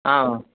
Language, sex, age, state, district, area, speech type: Kannada, male, 18-30, Karnataka, Davanagere, rural, conversation